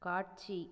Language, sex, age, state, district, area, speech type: Tamil, female, 30-45, Tamil Nadu, Namakkal, rural, read